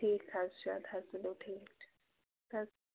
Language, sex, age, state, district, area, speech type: Kashmiri, female, 18-30, Jammu and Kashmir, Pulwama, rural, conversation